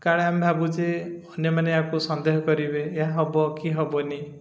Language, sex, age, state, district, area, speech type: Odia, male, 30-45, Odisha, Koraput, urban, spontaneous